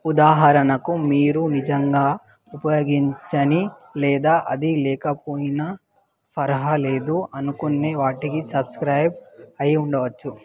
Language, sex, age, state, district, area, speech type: Telugu, male, 18-30, Telangana, Nalgonda, urban, read